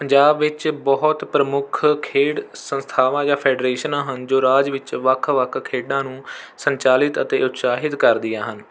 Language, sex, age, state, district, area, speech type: Punjabi, male, 18-30, Punjab, Rupnagar, urban, spontaneous